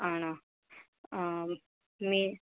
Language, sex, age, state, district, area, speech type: Malayalam, female, 30-45, Kerala, Kozhikode, urban, conversation